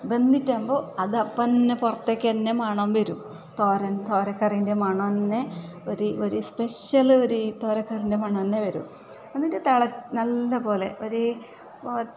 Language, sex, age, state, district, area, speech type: Malayalam, female, 45-60, Kerala, Kasaragod, urban, spontaneous